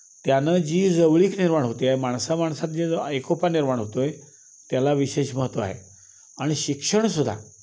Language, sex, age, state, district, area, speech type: Marathi, male, 60+, Maharashtra, Kolhapur, urban, spontaneous